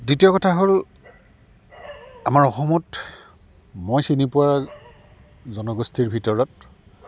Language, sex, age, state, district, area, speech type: Assamese, male, 45-60, Assam, Goalpara, urban, spontaneous